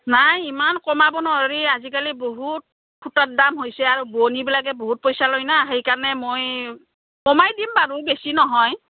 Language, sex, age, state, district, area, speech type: Assamese, female, 30-45, Assam, Kamrup Metropolitan, urban, conversation